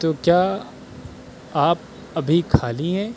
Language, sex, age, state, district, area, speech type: Urdu, male, 18-30, Delhi, South Delhi, urban, spontaneous